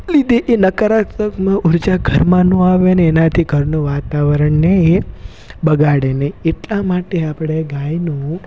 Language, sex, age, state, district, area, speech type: Gujarati, male, 18-30, Gujarat, Rajkot, rural, spontaneous